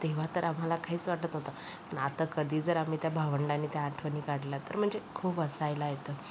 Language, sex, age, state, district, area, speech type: Marathi, female, 60+, Maharashtra, Yavatmal, rural, spontaneous